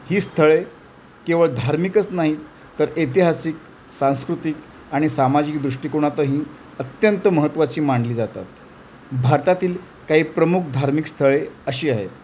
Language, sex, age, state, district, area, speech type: Marathi, male, 45-60, Maharashtra, Thane, rural, spontaneous